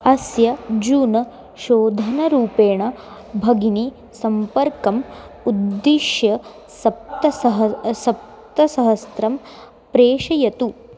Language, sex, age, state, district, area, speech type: Sanskrit, female, 18-30, Maharashtra, Nagpur, urban, read